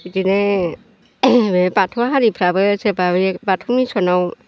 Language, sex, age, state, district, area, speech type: Bodo, female, 60+, Assam, Chirang, urban, spontaneous